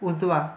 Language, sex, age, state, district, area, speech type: Marathi, other, 18-30, Maharashtra, Buldhana, urban, read